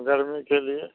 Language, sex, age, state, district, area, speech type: Hindi, male, 60+, Bihar, Samastipur, rural, conversation